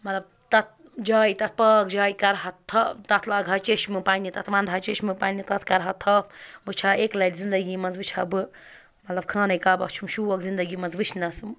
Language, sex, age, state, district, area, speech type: Kashmiri, female, 18-30, Jammu and Kashmir, Ganderbal, rural, spontaneous